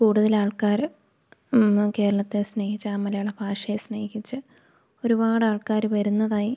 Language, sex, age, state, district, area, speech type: Malayalam, female, 18-30, Kerala, Idukki, rural, spontaneous